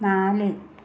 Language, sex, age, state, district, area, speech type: Malayalam, female, 60+, Kerala, Ernakulam, rural, read